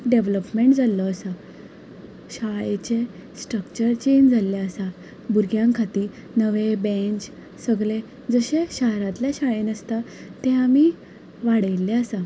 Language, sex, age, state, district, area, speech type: Goan Konkani, female, 18-30, Goa, Ponda, rural, spontaneous